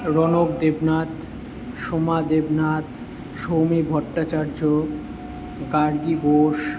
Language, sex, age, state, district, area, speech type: Bengali, male, 18-30, West Bengal, Kolkata, urban, spontaneous